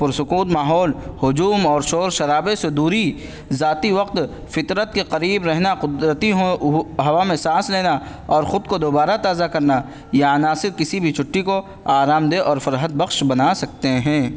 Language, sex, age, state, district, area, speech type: Urdu, male, 18-30, Uttar Pradesh, Saharanpur, urban, spontaneous